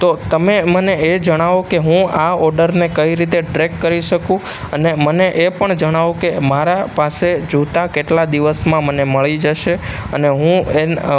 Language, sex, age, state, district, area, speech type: Gujarati, male, 18-30, Gujarat, Ahmedabad, urban, spontaneous